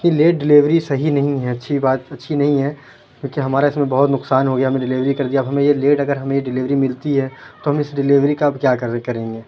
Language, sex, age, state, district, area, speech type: Urdu, male, 18-30, Uttar Pradesh, Lucknow, urban, spontaneous